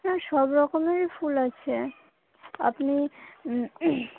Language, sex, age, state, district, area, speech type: Bengali, female, 18-30, West Bengal, Birbhum, urban, conversation